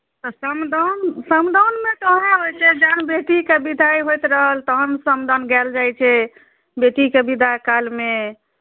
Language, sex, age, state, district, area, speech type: Maithili, female, 30-45, Bihar, Madhubani, rural, conversation